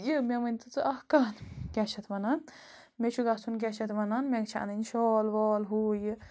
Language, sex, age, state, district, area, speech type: Kashmiri, female, 30-45, Jammu and Kashmir, Bandipora, rural, spontaneous